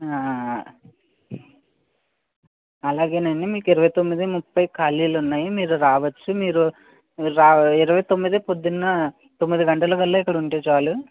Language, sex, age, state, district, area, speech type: Telugu, male, 18-30, Andhra Pradesh, West Godavari, rural, conversation